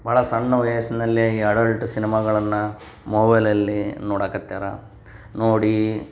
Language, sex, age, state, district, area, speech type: Kannada, male, 30-45, Karnataka, Koppal, rural, spontaneous